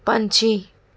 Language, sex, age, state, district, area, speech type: Punjabi, female, 30-45, Punjab, Mohali, urban, read